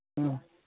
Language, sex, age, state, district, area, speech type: Maithili, male, 18-30, Bihar, Madhubani, rural, conversation